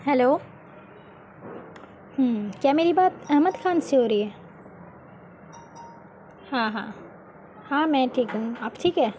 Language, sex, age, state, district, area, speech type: Urdu, female, 18-30, Bihar, Gaya, urban, spontaneous